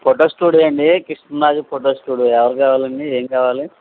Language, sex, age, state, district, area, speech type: Telugu, male, 60+, Andhra Pradesh, Eluru, rural, conversation